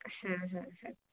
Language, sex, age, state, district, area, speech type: Bengali, female, 45-60, West Bengal, Purulia, urban, conversation